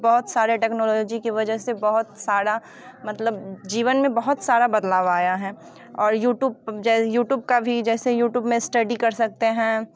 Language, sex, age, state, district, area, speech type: Hindi, female, 18-30, Bihar, Muzaffarpur, urban, spontaneous